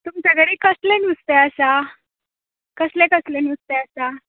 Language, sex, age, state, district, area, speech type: Goan Konkani, female, 18-30, Goa, Canacona, rural, conversation